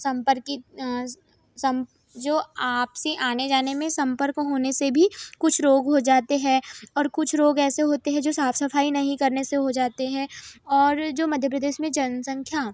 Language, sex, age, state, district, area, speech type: Hindi, female, 18-30, Madhya Pradesh, Ujjain, urban, spontaneous